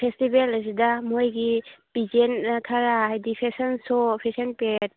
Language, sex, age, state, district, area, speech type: Manipuri, female, 30-45, Manipur, Churachandpur, urban, conversation